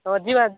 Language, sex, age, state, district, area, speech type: Odia, female, 18-30, Odisha, Nabarangpur, urban, conversation